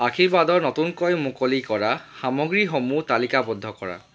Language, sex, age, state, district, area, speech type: Assamese, male, 30-45, Assam, Charaideo, urban, read